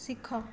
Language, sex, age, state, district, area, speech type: Odia, female, 18-30, Odisha, Jajpur, rural, read